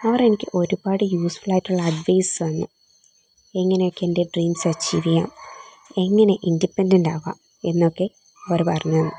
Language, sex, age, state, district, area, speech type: Malayalam, female, 18-30, Kerala, Thiruvananthapuram, rural, spontaneous